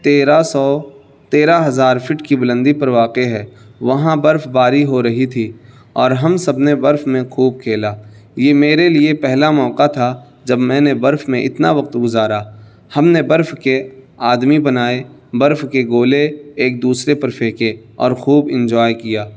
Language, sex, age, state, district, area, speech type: Urdu, male, 18-30, Uttar Pradesh, Saharanpur, urban, spontaneous